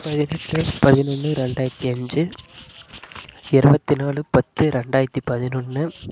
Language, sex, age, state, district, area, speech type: Tamil, male, 18-30, Tamil Nadu, Namakkal, rural, spontaneous